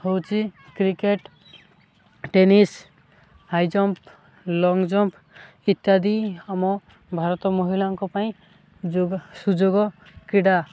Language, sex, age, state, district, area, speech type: Odia, male, 18-30, Odisha, Malkangiri, urban, spontaneous